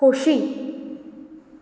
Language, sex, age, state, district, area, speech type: Goan Konkani, female, 18-30, Goa, Ponda, rural, read